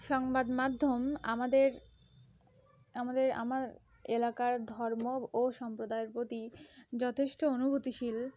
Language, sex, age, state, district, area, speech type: Bengali, female, 18-30, West Bengal, Cooch Behar, urban, spontaneous